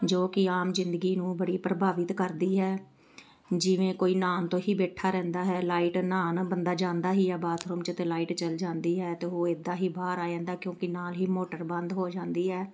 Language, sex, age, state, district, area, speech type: Punjabi, female, 45-60, Punjab, Amritsar, urban, spontaneous